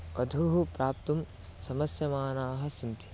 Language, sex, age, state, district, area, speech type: Sanskrit, male, 18-30, Karnataka, Bidar, rural, spontaneous